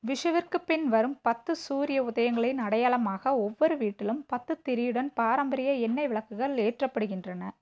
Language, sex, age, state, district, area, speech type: Tamil, female, 30-45, Tamil Nadu, Theni, urban, read